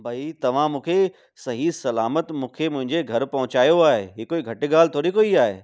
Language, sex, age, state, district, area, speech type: Sindhi, male, 30-45, Delhi, South Delhi, urban, spontaneous